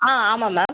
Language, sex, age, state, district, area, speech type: Tamil, female, 18-30, Tamil Nadu, Viluppuram, rural, conversation